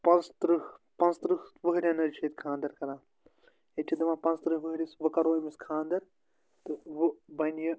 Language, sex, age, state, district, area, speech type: Kashmiri, male, 18-30, Jammu and Kashmir, Anantnag, rural, spontaneous